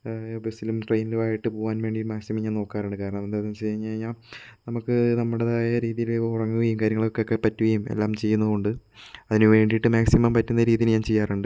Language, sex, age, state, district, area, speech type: Malayalam, male, 18-30, Kerala, Kozhikode, rural, spontaneous